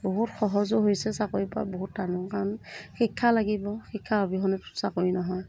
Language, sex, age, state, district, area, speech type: Assamese, female, 30-45, Assam, Morigaon, rural, spontaneous